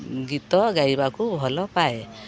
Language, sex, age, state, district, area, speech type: Odia, female, 45-60, Odisha, Sundergarh, rural, spontaneous